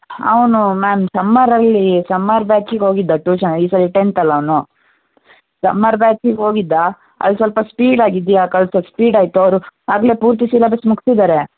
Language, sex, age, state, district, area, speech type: Kannada, male, 18-30, Karnataka, Shimoga, rural, conversation